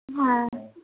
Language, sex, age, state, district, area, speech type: Bengali, female, 18-30, West Bengal, Purba Bardhaman, urban, conversation